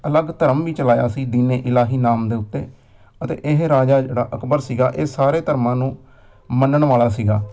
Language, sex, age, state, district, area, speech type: Punjabi, male, 45-60, Punjab, Amritsar, urban, spontaneous